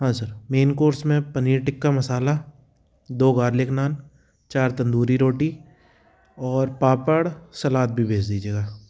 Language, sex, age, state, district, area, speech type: Hindi, male, 30-45, Madhya Pradesh, Jabalpur, urban, spontaneous